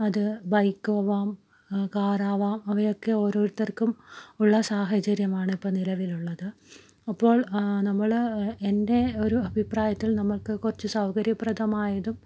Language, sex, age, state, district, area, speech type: Malayalam, female, 30-45, Kerala, Malappuram, rural, spontaneous